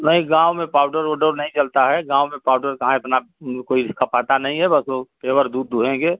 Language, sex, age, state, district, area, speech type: Hindi, male, 60+, Uttar Pradesh, Chandauli, rural, conversation